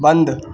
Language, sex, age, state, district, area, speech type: Hindi, male, 18-30, Rajasthan, Bharatpur, urban, read